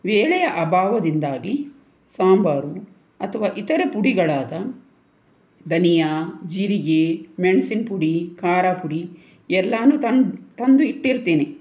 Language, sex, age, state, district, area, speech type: Kannada, female, 45-60, Karnataka, Tumkur, urban, spontaneous